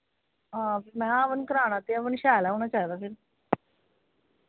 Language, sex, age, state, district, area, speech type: Dogri, female, 30-45, Jammu and Kashmir, Samba, rural, conversation